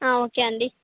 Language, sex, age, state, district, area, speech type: Telugu, female, 60+, Andhra Pradesh, Srikakulam, urban, conversation